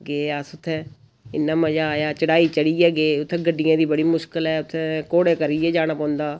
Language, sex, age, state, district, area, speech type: Dogri, female, 45-60, Jammu and Kashmir, Samba, rural, spontaneous